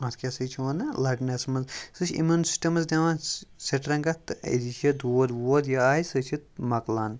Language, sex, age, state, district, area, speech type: Kashmiri, male, 30-45, Jammu and Kashmir, Kupwara, rural, spontaneous